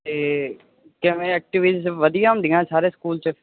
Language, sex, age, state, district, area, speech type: Punjabi, male, 18-30, Punjab, Firozpur, rural, conversation